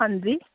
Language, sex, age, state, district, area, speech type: Punjabi, female, 30-45, Punjab, Mohali, rural, conversation